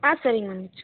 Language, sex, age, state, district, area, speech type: Tamil, female, 18-30, Tamil Nadu, Erode, rural, conversation